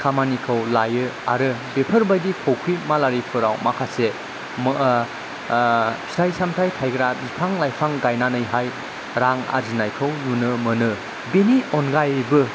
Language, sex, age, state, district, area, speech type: Bodo, male, 30-45, Assam, Kokrajhar, rural, spontaneous